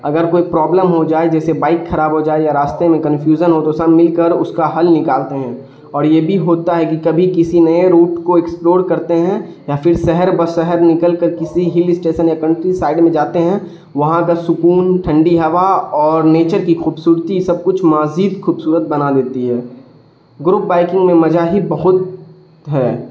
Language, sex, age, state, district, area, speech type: Urdu, male, 18-30, Bihar, Darbhanga, rural, spontaneous